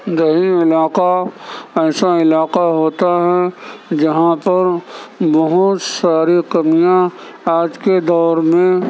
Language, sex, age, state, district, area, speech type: Urdu, male, 30-45, Uttar Pradesh, Gautam Buddha Nagar, rural, spontaneous